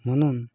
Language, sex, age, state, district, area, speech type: Marathi, male, 45-60, Maharashtra, Yavatmal, rural, spontaneous